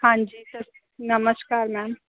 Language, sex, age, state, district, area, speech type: Punjabi, female, 30-45, Punjab, Pathankot, rural, conversation